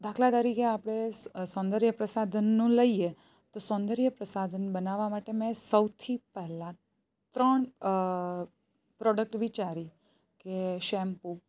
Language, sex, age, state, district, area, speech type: Gujarati, female, 30-45, Gujarat, Surat, rural, spontaneous